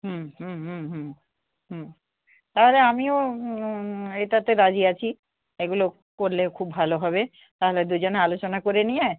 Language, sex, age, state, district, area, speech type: Bengali, female, 45-60, West Bengal, Darjeeling, urban, conversation